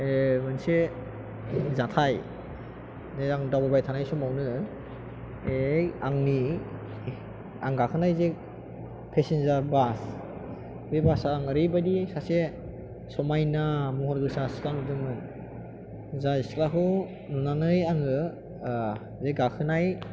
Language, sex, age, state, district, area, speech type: Bodo, male, 18-30, Assam, Chirang, urban, spontaneous